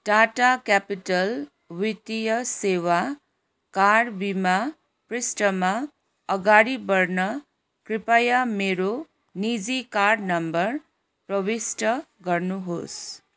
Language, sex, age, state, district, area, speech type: Nepali, female, 30-45, West Bengal, Kalimpong, rural, read